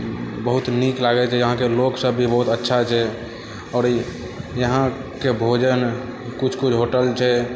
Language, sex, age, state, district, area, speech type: Maithili, male, 30-45, Bihar, Purnia, rural, spontaneous